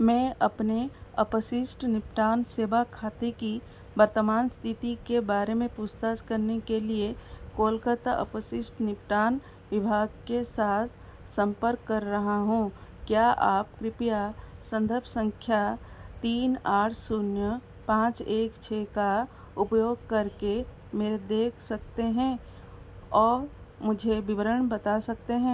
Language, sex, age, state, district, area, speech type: Hindi, female, 45-60, Madhya Pradesh, Seoni, rural, read